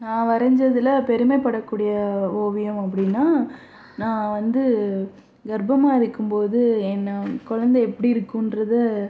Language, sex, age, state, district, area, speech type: Tamil, female, 30-45, Tamil Nadu, Pudukkottai, rural, spontaneous